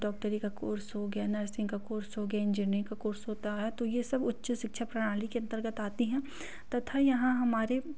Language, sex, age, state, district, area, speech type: Hindi, female, 18-30, Madhya Pradesh, Katni, urban, spontaneous